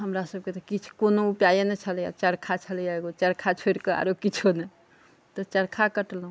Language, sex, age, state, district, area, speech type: Maithili, female, 60+, Bihar, Sitamarhi, rural, spontaneous